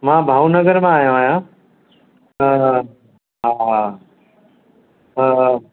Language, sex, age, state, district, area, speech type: Sindhi, male, 45-60, Maharashtra, Mumbai Suburban, urban, conversation